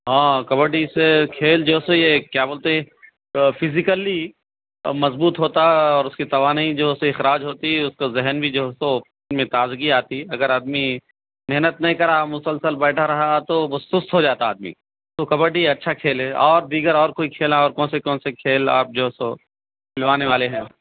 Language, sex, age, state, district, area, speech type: Urdu, male, 45-60, Telangana, Hyderabad, urban, conversation